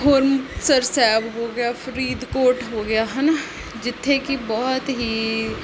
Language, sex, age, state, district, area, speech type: Punjabi, female, 18-30, Punjab, Pathankot, rural, spontaneous